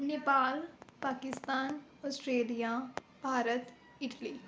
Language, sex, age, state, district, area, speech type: Punjabi, female, 18-30, Punjab, Rupnagar, rural, spontaneous